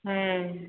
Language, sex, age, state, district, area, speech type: Santali, female, 30-45, West Bengal, Birbhum, rural, conversation